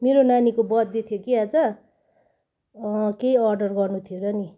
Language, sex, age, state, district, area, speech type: Nepali, female, 45-60, West Bengal, Jalpaiguri, urban, spontaneous